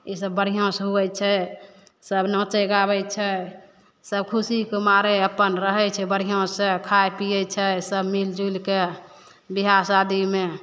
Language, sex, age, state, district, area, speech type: Maithili, female, 18-30, Bihar, Begusarai, rural, spontaneous